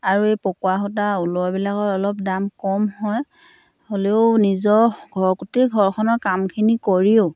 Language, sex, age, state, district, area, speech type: Assamese, female, 30-45, Assam, Dhemaji, rural, spontaneous